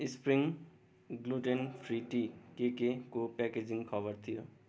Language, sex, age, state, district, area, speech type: Nepali, male, 18-30, West Bengal, Darjeeling, rural, read